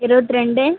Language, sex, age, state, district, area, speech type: Tamil, female, 18-30, Tamil Nadu, Viluppuram, rural, conversation